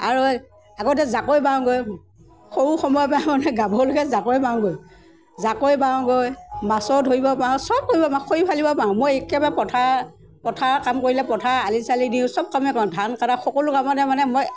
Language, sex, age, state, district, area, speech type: Assamese, female, 60+, Assam, Morigaon, rural, spontaneous